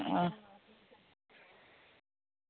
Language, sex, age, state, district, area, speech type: Goan Konkani, female, 45-60, Goa, Murmgao, rural, conversation